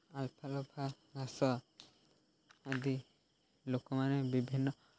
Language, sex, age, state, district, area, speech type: Odia, male, 18-30, Odisha, Jagatsinghpur, rural, spontaneous